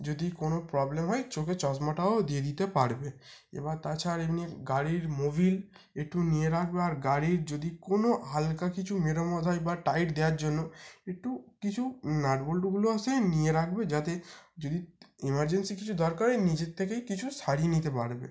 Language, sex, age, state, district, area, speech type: Bengali, male, 18-30, West Bengal, North 24 Parganas, urban, spontaneous